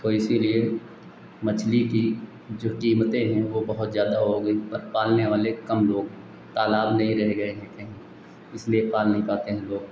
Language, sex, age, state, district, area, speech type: Hindi, male, 45-60, Uttar Pradesh, Lucknow, rural, spontaneous